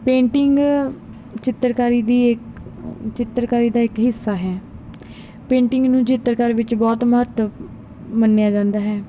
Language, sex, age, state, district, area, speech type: Punjabi, female, 18-30, Punjab, Barnala, rural, spontaneous